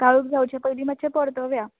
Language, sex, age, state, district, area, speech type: Goan Konkani, female, 18-30, Goa, Canacona, rural, conversation